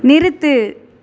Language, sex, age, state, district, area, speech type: Tamil, female, 18-30, Tamil Nadu, Perambalur, rural, read